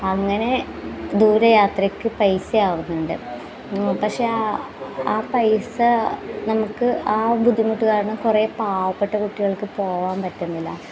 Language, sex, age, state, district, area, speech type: Malayalam, female, 30-45, Kerala, Kasaragod, rural, spontaneous